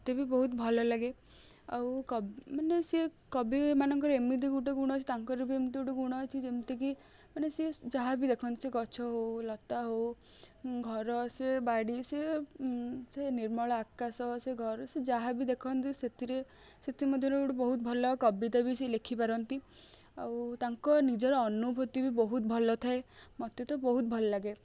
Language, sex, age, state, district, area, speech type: Odia, female, 18-30, Odisha, Kendujhar, urban, spontaneous